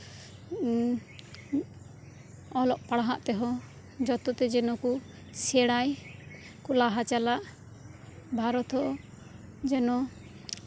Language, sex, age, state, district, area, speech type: Santali, female, 18-30, West Bengal, Birbhum, rural, spontaneous